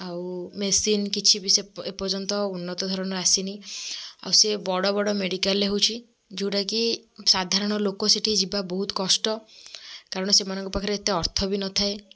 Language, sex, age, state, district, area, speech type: Odia, female, 18-30, Odisha, Kendujhar, urban, spontaneous